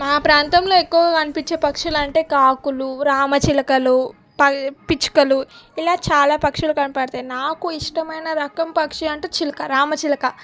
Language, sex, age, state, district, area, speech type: Telugu, female, 18-30, Telangana, Medak, rural, spontaneous